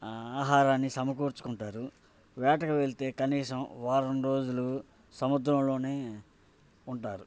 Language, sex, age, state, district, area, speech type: Telugu, male, 45-60, Andhra Pradesh, Bapatla, urban, spontaneous